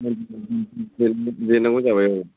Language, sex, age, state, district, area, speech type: Bodo, male, 45-60, Assam, Kokrajhar, rural, conversation